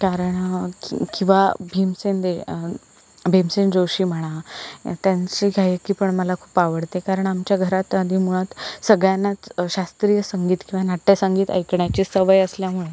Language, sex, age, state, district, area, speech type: Marathi, female, 18-30, Maharashtra, Sindhudurg, rural, spontaneous